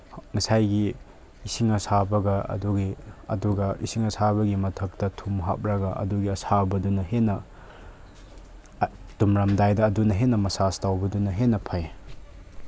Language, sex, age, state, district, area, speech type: Manipuri, male, 18-30, Manipur, Chandel, rural, spontaneous